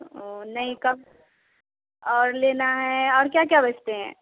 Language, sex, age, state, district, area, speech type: Hindi, female, 18-30, Bihar, Vaishali, rural, conversation